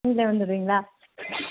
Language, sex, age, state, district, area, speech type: Tamil, female, 45-60, Tamil Nadu, Nilgiris, rural, conversation